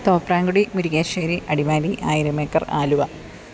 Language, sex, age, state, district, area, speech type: Malayalam, female, 30-45, Kerala, Idukki, rural, spontaneous